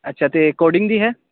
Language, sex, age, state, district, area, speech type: Punjabi, male, 18-30, Punjab, Ludhiana, urban, conversation